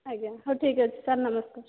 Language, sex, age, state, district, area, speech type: Odia, female, 30-45, Odisha, Dhenkanal, rural, conversation